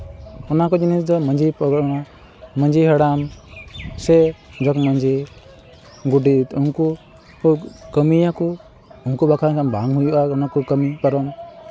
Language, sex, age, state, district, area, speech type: Santali, male, 18-30, West Bengal, Malda, rural, spontaneous